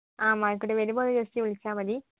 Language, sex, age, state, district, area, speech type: Malayalam, female, 18-30, Kerala, Wayanad, rural, conversation